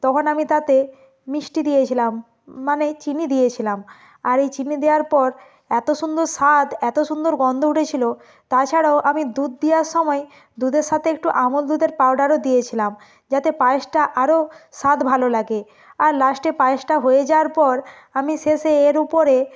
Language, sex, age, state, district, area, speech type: Bengali, female, 45-60, West Bengal, Nadia, rural, spontaneous